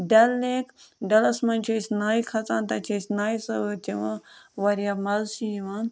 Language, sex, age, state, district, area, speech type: Kashmiri, female, 30-45, Jammu and Kashmir, Budgam, rural, spontaneous